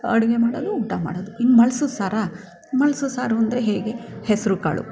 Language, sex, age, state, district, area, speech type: Kannada, female, 60+, Karnataka, Mysore, urban, spontaneous